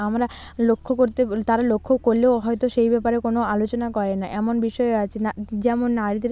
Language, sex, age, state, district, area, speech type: Bengali, female, 30-45, West Bengal, Purba Medinipur, rural, spontaneous